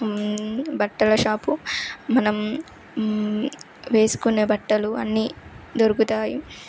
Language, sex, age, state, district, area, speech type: Telugu, female, 18-30, Telangana, Karimnagar, rural, spontaneous